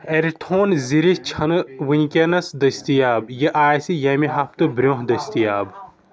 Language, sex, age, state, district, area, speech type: Kashmiri, male, 18-30, Jammu and Kashmir, Shopian, rural, read